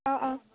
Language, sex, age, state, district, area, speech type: Assamese, female, 18-30, Assam, Dhemaji, rural, conversation